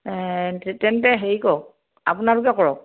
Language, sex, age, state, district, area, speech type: Assamese, female, 60+, Assam, Dhemaji, rural, conversation